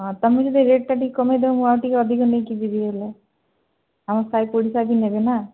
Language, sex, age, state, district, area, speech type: Odia, female, 60+, Odisha, Kandhamal, rural, conversation